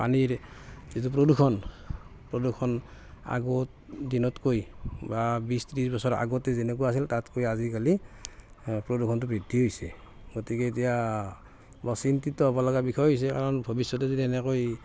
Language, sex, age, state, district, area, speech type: Assamese, male, 45-60, Assam, Barpeta, rural, spontaneous